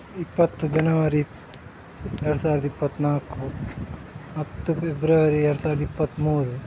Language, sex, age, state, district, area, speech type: Kannada, male, 30-45, Karnataka, Udupi, rural, spontaneous